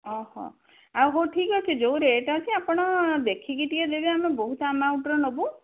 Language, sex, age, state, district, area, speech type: Odia, female, 18-30, Odisha, Bhadrak, rural, conversation